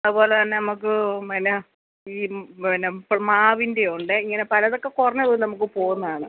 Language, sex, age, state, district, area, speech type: Malayalam, female, 45-60, Kerala, Kottayam, urban, conversation